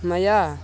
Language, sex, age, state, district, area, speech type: Sanskrit, male, 18-30, Karnataka, Mysore, rural, spontaneous